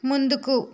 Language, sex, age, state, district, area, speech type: Telugu, female, 18-30, Telangana, Yadadri Bhuvanagiri, urban, read